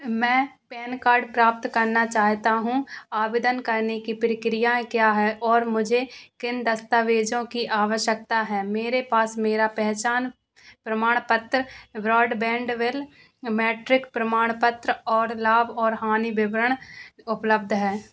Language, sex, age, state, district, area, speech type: Hindi, female, 18-30, Madhya Pradesh, Narsinghpur, rural, read